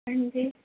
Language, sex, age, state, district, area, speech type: Dogri, female, 18-30, Jammu and Kashmir, Kathua, rural, conversation